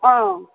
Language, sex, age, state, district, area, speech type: Assamese, female, 45-60, Assam, Kamrup Metropolitan, urban, conversation